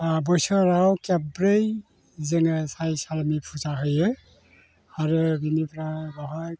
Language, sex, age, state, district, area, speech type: Bodo, male, 60+, Assam, Chirang, rural, spontaneous